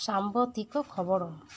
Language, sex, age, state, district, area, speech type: Odia, female, 30-45, Odisha, Malkangiri, urban, read